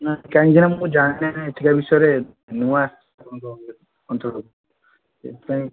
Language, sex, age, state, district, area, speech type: Odia, male, 18-30, Odisha, Balasore, rural, conversation